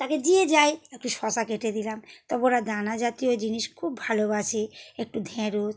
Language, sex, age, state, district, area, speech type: Bengali, female, 45-60, West Bengal, Howrah, urban, spontaneous